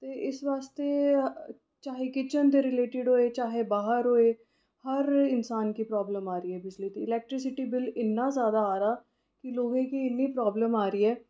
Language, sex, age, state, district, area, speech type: Dogri, female, 30-45, Jammu and Kashmir, Reasi, urban, spontaneous